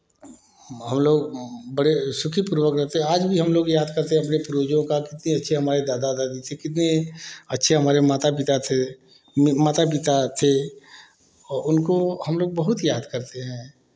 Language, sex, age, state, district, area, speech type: Hindi, male, 45-60, Uttar Pradesh, Varanasi, urban, spontaneous